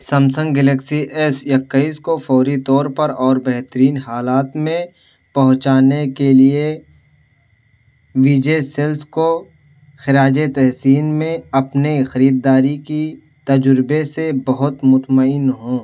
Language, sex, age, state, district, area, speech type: Urdu, male, 18-30, Uttar Pradesh, Siddharthnagar, rural, read